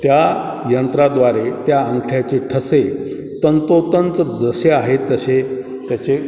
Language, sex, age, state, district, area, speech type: Marathi, male, 60+, Maharashtra, Ahmednagar, urban, spontaneous